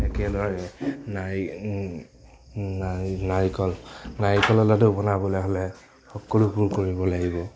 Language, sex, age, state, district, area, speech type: Assamese, male, 30-45, Assam, Nagaon, rural, spontaneous